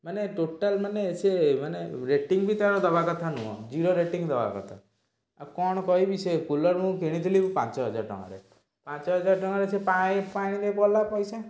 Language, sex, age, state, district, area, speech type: Odia, male, 18-30, Odisha, Cuttack, urban, spontaneous